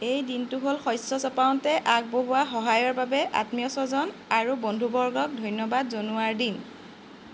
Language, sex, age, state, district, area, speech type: Assamese, female, 45-60, Assam, Lakhimpur, rural, read